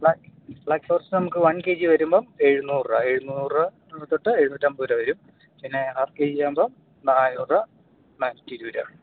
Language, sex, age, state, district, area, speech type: Malayalam, male, 18-30, Kerala, Idukki, rural, conversation